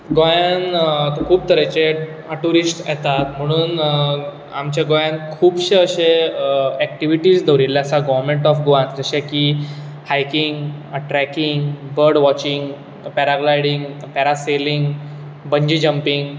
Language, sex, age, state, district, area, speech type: Goan Konkani, male, 18-30, Goa, Bardez, urban, spontaneous